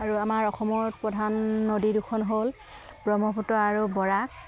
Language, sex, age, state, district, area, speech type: Assamese, female, 30-45, Assam, Udalguri, rural, spontaneous